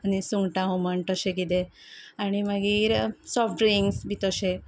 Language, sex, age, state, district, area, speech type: Goan Konkani, female, 30-45, Goa, Quepem, rural, spontaneous